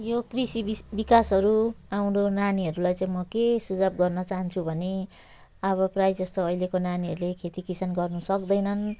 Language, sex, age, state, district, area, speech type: Nepali, female, 45-60, West Bengal, Jalpaiguri, rural, spontaneous